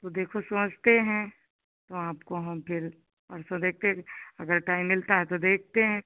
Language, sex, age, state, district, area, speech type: Hindi, female, 45-60, Uttar Pradesh, Sitapur, rural, conversation